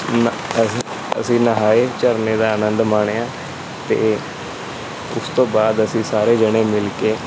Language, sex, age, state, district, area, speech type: Punjabi, male, 18-30, Punjab, Kapurthala, rural, spontaneous